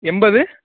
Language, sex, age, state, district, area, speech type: Tamil, male, 18-30, Tamil Nadu, Thanjavur, rural, conversation